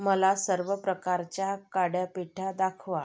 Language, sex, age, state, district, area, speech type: Marathi, female, 30-45, Maharashtra, Yavatmal, rural, read